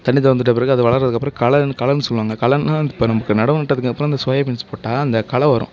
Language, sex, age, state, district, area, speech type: Tamil, male, 18-30, Tamil Nadu, Mayiladuthurai, urban, spontaneous